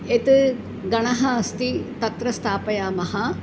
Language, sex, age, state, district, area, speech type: Sanskrit, female, 60+, Kerala, Palakkad, urban, spontaneous